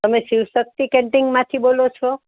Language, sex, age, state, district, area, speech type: Gujarati, female, 60+, Gujarat, Anand, urban, conversation